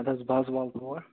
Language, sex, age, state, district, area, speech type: Kashmiri, male, 18-30, Jammu and Kashmir, Baramulla, rural, conversation